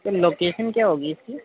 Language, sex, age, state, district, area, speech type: Urdu, male, 18-30, Uttar Pradesh, Gautam Buddha Nagar, urban, conversation